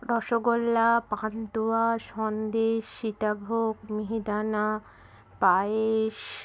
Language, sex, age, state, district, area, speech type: Bengali, female, 30-45, West Bengal, Birbhum, urban, spontaneous